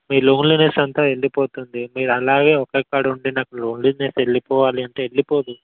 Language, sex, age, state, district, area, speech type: Telugu, male, 18-30, Telangana, Mulugu, rural, conversation